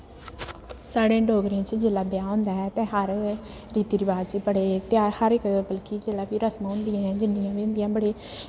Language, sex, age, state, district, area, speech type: Dogri, female, 18-30, Jammu and Kashmir, Samba, rural, spontaneous